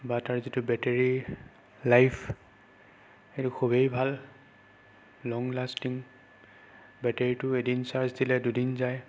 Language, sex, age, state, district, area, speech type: Assamese, male, 30-45, Assam, Sonitpur, rural, spontaneous